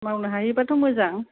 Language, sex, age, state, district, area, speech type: Bodo, female, 45-60, Assam, Kokrajhar, rural, conversation